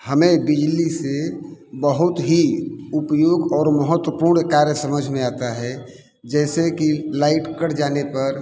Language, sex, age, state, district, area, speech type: Hindi, male, 60+, Uttar Pradesh, Mirzapur, urban, spontaneous